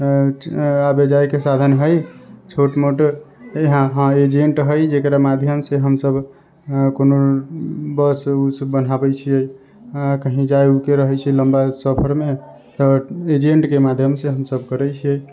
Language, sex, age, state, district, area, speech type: Maithili, male, 45-60, Bihar, Sitamarhi, rural, spontaneous